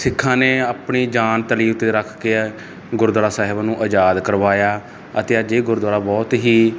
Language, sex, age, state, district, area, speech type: Punjabi, male, 30-45, Punjab, Barnala, rural, spontaneous